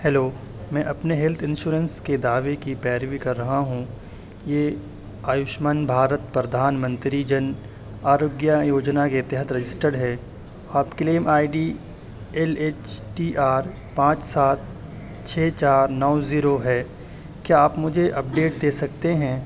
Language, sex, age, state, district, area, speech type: Urdu, male, 18-30, Uttar Pradesh, Saharanpur, urban, read